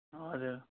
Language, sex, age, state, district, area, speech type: Nepali, male, 60+, West Bengal, Kalimpong, rural, conversation